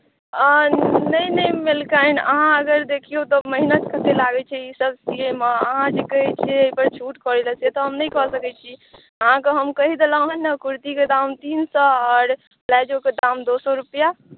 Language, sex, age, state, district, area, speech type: Maithili, female, 18-30, Bihar, Madhubani, rural, conversation